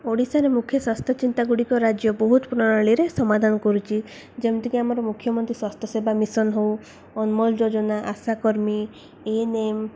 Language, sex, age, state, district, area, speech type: Odia, female, 18-30, Odisha, Koraput, urban, spontaneous